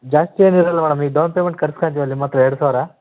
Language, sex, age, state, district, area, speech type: Kannada, male, 30-45, Karnataka, Vijayanagara, rural, conversation